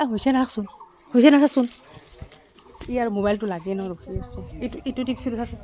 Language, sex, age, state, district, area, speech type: Assamese, female, 45-60, Assam, Udalguri, rural, spontaneous